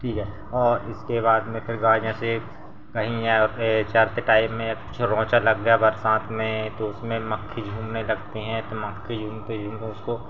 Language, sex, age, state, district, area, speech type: Hindi, male, 18-30, Madhya Pradesh, Seoni, urban, spontaneous